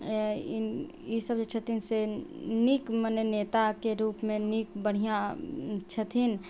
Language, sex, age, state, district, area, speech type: Maithili, female, 30-45, Bihar, Sitamarhi, urban, spontaneous